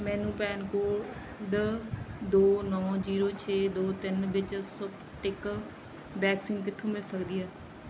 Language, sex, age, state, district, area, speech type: Punjabi, female, 30-45, Punjab, Bathinda, rural, read